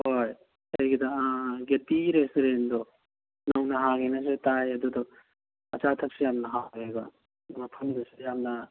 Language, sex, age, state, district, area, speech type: Manipuri, male, 18-30, Manipur, Tengnoupal, rural, conversation